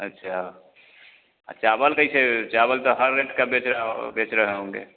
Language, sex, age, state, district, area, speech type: Hindi, male, 30-45, Bihar, Vaishali, urban, conversation